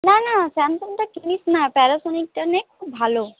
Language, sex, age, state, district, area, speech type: Bengali, female, 18-30, West Bengal, Paschim Bardhaman, rural, conversation